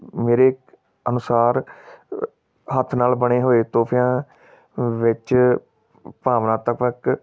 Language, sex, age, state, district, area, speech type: Punjabi, male, 30-45, Punjab, Tarn Taran, urban, spontaneous